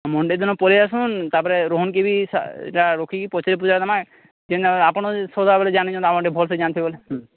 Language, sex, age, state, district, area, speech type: Odia, male, 30-45, Odisha, Sambalpur, rural, conversation